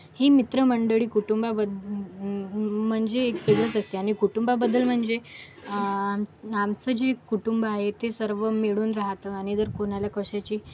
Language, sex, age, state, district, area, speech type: Marathi, female, 18-30, Maharashtra, Akola, rural, spontaneous